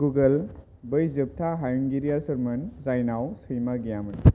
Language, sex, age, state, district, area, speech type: Bodo, male, 18-30, Assam, Kokrajhar, rural, read